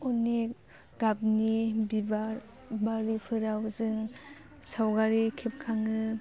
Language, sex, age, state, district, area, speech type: Bodo, female, 18-30, Assam, Baksa, rural, spontaneous